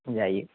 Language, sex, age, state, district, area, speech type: Bodo, male, 30-45, Assam, Baksa, urban, conversation